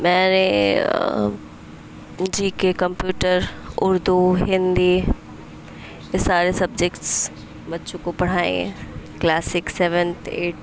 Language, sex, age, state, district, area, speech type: Urdu, female, 18-30, Uttar Pradesh, Mau, urban, spontaneous